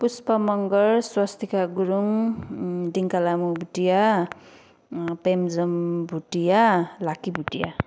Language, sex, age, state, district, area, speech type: Nepali, female, 30-45, West Bengal, Kalimpong, rural, spontaneous